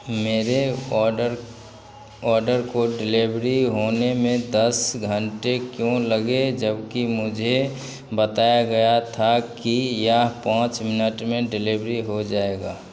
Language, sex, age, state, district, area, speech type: Hindi, male, 30-45, Bihar, Begusarai, rural, read